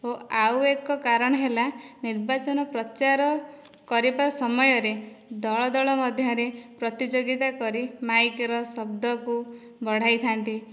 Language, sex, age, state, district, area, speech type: Odia, female, 18-30, Odisha, Dhenkanal, rural, spontaneous